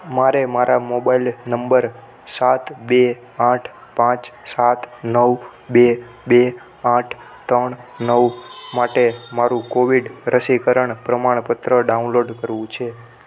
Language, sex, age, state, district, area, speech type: Gujarati, male, 18-30, Gujarat, Ahmedabad, urban, read